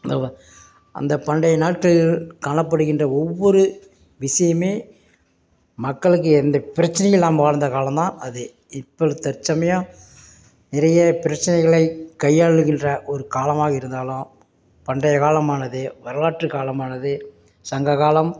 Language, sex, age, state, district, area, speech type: Tamil, male, 45-60, Tamil Nadu, Perambalur, urban, spontaneous